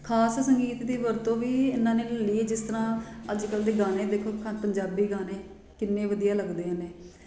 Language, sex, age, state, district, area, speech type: Punjabi, female, 30-45, Punjab, Jalandhar, urban, spontaneous